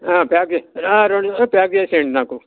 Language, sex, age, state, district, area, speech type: Telugu, male, 60+, Andhra Pradesh, Sri Balaji, urban, conversation